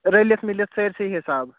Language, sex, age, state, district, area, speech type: Kashmiri, male, 18-30, Jammu and Kashmir, Anantnag, rural, conversation